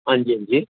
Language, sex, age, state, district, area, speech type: Dogri, male, 45-60, Jammu and Kashmir, Reasi, urban, conversation